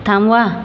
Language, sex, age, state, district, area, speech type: Marathi, female, 45-60, Maharashtra, Buldhana, rural, read